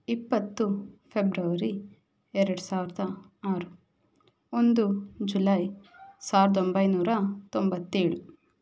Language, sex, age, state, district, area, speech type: Kannada, female, 18-30, Karnataka, Davanagere, rural, spontaneous